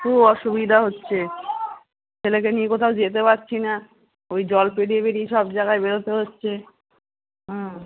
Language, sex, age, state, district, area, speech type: Bengali, female, 30-45, West Bengal, Kolkata, urban, conversation